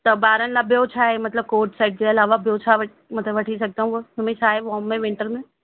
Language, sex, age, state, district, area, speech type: Sindhi, female, 30-45, Delhi, South Delhi, urban, conversation